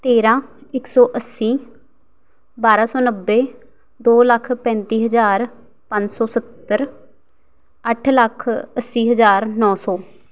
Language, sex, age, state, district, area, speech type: Punjabi, female, 18-30, Punjab, Patiala, urban, spontaneous